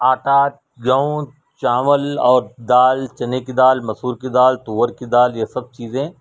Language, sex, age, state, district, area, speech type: Urdu, male, 45-60, Telangana, Hyderabad, urban, spontaneous